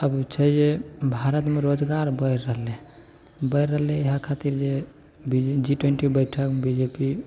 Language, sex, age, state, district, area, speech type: Maithili, male, 18-30, Bihar, Begusarai, urban, spontaneous